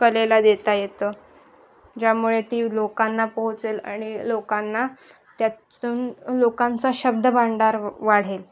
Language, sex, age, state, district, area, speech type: Marathi, female, 18-30, Maharashtra, Ratnagiri, urban, spontaneous